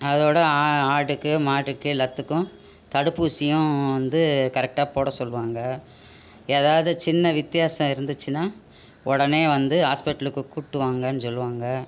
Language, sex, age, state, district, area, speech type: Tamil, female, 60+, Tamil Nadu, Cuddalore, urban, spontaneous